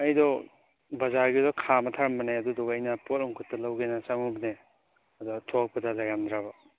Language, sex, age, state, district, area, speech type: Manipuri, male, 18-30, Manipur, Churachandpur, rural, conversation